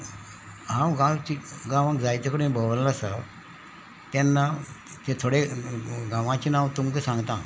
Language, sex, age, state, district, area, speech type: Goan Konkani, male, 60+, Goa, Salcete, rural, spontaneous